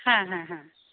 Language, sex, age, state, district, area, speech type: Bengali, female, 45-60, West Bengal, Paschim Medinipur, rural, conversation